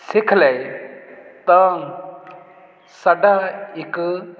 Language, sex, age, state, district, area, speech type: Punjabi, male, 45-60, Punjab, Jalandhar, urban, spontaneous